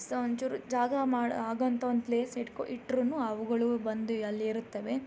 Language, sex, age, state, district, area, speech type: Kannada, female, 18-30, Karnataka, Chikkamagaluru, rural, spontaneous